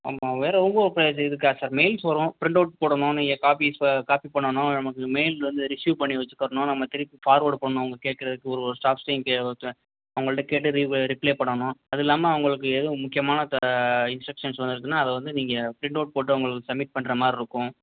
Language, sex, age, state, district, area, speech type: Tamil, male, 18-30, Tamil Nadu, Pudukkottai, rural, conversation